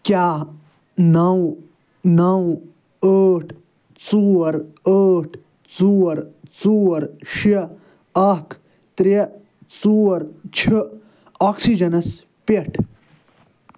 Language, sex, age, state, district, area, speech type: Kashmiri, male, 45-60, Jammu and Kashmir, Srinagar, rural, read